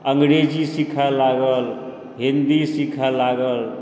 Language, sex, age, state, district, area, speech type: Maithili, male, 45-60, Bihar, Supaul, urban, spontaneous